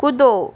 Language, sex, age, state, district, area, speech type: Hindi, female, 45-60, Rajasthan, Jodhpur, rural, read